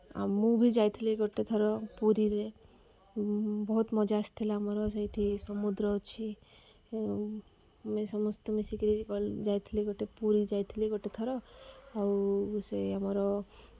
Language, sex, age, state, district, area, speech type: Odia, female, 45-60, Odisha, Malkangiri, urban, spontaneous